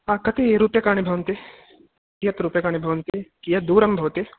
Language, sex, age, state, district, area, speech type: Sanskrit, male, 18-30, Karnataka, Uttara Kannada, rural, conversation